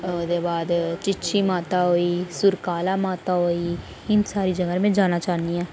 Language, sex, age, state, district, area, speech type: Dogri, female, 18-30, Jammu and Kashmir, Reasi, rural, spontaneous